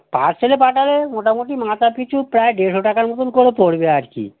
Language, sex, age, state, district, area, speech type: Bengali, male, 60+, West Bengal, North 24 Parganas, urban, conversation